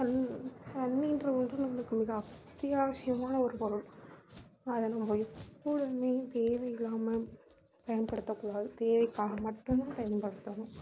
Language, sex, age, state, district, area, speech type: Tamil, female, 30-45, Tamil Nadu, Mayiladuthurai, rural, spontaneous